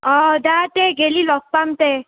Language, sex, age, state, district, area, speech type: Assamese, female, 18-30, Assam, Nalbari, rural, conversation